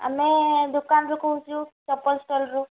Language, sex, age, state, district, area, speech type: Odia, female, 30-45, Odisha, Sambalpur, rural, conversation